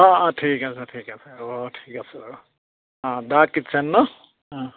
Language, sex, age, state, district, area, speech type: Assamese, male, 60+, Assam, Charaideo, rural, conversation